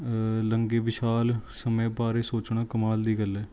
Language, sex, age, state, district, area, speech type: Punjabi, male, 18-30, Punjab, Mansa, urban, spontaneous